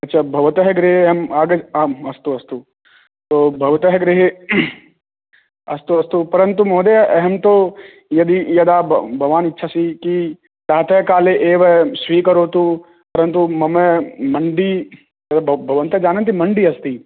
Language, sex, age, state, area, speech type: Sanskrit, male, 18-30, Rajasthan, urban, conversation